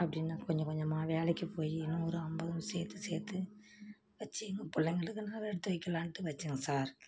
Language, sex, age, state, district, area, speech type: Tamil, female, 60+, Tamil Nadu, Kallakurichi, urban, spontaneous